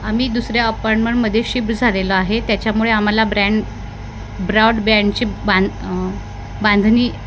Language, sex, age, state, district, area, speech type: Marathi, female, 30-45, Maharashtra, Wardha, rural, spontaneous